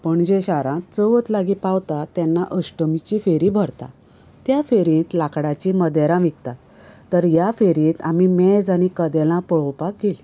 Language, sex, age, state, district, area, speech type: Goan Konkani, female, 45-60, Goa, Canacona, rural, spontaneous